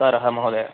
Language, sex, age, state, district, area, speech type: Sanskrit, male, 30-45, Karnataka, Vijayapura, urban, conversation